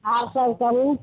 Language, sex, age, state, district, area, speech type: Maithili, female, 45-60, Bihar, Araria, rural, conversation